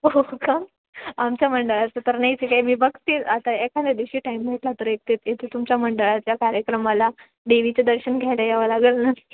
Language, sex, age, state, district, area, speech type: Marathi, female, 18-30, Maharashtra, Ahmednagar, rural, conversation